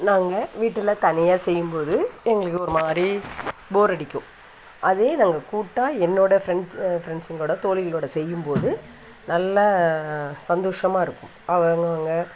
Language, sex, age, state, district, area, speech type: Tamil, female, 60+, Tamil Nadu, Thanjavur, urban, spontaneous